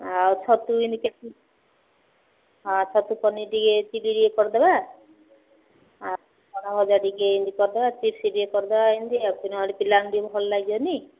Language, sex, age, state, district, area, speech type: Odia, female, 45-60, Odisha, Gajapati, rural, conversation